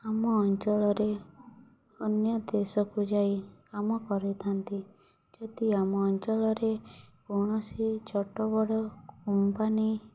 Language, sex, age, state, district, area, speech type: Odia, female, 18-30, Odisha, Mayurbhanj, rural, spontaneous